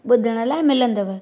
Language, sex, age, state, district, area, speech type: Sindhi, female, 30-45, Maharashtra, Thane, urban, spontaneous